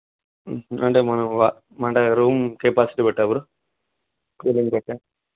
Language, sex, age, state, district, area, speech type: Telugu, male, 18-30, Telangana, Vikarabad, rural, conversation